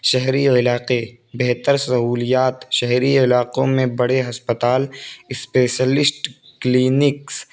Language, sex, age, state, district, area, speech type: Urdu, male, 18-30, Uttar Pradesh, Balrampur, rural, spontaneous